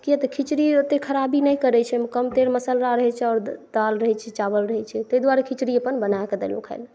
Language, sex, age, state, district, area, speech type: Maithili, female, 30-45, Bihar, Saharsa, rural, spontaneous